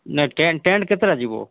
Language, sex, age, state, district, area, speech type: Odia, male, 45-60, Odisha, Malkangiri, urban, conversation